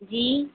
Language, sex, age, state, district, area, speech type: Hindi, female, 18-30, Madhya Pradesh, Harda, urban, conversation